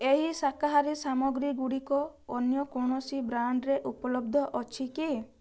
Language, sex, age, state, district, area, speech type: Odia, female, 18-30, Odisha, Balasore, rural, read